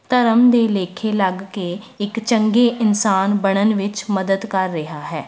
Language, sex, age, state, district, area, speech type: Punjabi, female, 18-30, Punjab, Rupnagar, urban, spontaneous